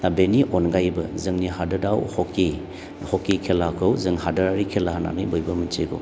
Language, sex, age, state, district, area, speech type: Bodo, male, 45-60, Assam, Baksa, urban, spontaneous